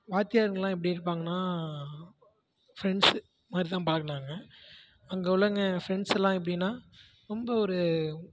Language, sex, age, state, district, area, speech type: Tamil, male, 18-30, Tamil Nadu, Tiruvarur, rural, spontaneous